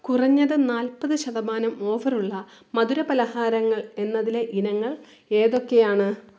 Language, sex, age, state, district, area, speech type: Malayalam, female, 30-45, Kerala, Kollam, rural, read